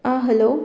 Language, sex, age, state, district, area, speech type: Goan Konkani, female, 18-30, Goa, Murmgao, rural, spontaneous